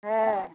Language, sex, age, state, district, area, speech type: Bengali, female, 60+, West Bengal, Hooghly, rural, conversation